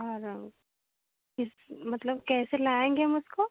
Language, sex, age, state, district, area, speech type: Hindi, female, 45-60, Uttar Pradesh, Jaunpur, rural, conversation